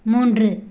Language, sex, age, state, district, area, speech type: Tamil, female, 30-45, Tamil Nadu, Tirupattur, rural, read